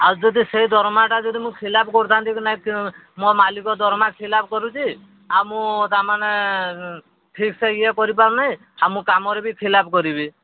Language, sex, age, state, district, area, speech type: Odia, male, 45-60, Odisha, Sambalpur, rural, conversation